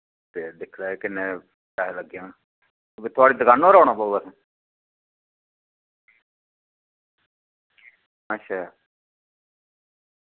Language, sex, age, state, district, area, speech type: Dogri, male, 60+, Jammu and Kashmir, Reasi, rural, conversation